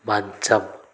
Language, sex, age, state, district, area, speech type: Telugu, male, 30-45, Andhra Pradesh, Konaseema, rural, read